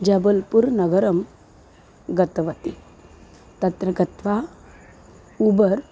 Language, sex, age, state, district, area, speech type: Sanskrit, female, 45-60, Maharashtra, Nagpur, urban, spontaneous